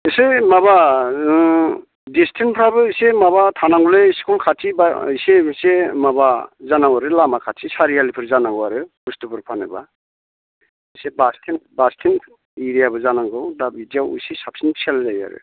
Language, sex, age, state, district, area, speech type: Bodo, male, 45-60, Assam, Chirang, rural, conversation